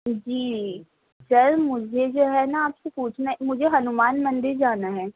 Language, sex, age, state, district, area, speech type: Urdu, female, 18-30, Delhi, Central Delhi, urban, conversation